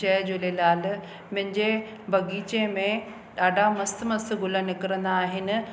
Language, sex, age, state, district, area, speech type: Sindhi, female, 45-60, Maharashtra, Pune, urban, spontaneous